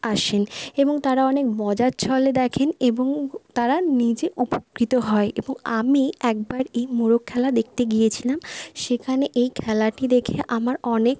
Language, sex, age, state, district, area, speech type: Bengali, female, 18-30, West Bengal, Bankura, urban, spontaneous